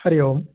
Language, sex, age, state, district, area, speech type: Sanskrit, male, 18-30, West Bengal, North 24 Parganas, rural, conversation